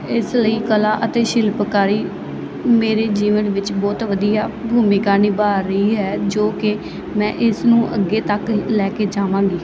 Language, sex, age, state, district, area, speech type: Punjabi, female, 18-30, Punjab, Muktsar, urban, spontaneous